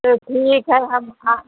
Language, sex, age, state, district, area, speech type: Hindi, female, 45-60, Uttar Pradesh, Lucknow, rural, conversation